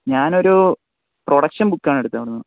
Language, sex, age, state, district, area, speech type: Malayalam, male, 18-30, Kerala, Thiruvananthapuram, rural, conversation